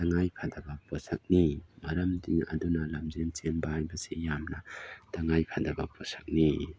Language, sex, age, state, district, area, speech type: Manipuri, male, 30-45, Manipur, Tengnoupal, rural, spontaneous